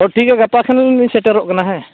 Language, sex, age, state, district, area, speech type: Santali, male, 45-60, Odisha, Mayurbhanj, rural, conversation